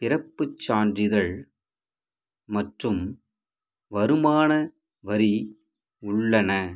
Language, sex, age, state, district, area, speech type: Tamil, male, 45-60, Tamil Nadu, Madurai, rural, read